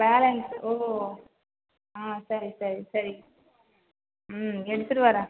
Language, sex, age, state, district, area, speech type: Tamil, female, 45-60, Tamil Nadu, Cuddalore, rural, conversation